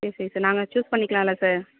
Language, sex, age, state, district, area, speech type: Tamil, female, 18-30, Tamil Nadu, Mayiladuthurai, rural, conversation